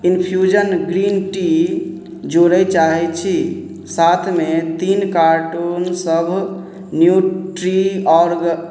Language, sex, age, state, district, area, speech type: Maithili, male, 30-45, Bihar, Madhubani, rural, read